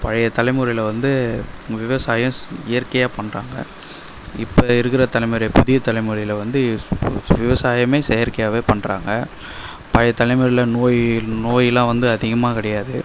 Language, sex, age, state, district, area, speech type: Tamil, male, 30-45, Tamil Nadu, Viluppuram, rural, spontaneous